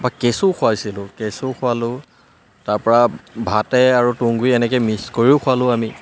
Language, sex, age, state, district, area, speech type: Assamese, male, 30-45, Assam, Charaideo, urban, spontaneous